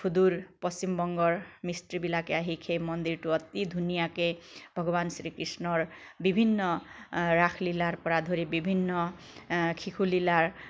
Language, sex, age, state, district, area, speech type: Assamese, female, 45-60, Assam, Biswanath, rural, spontaneous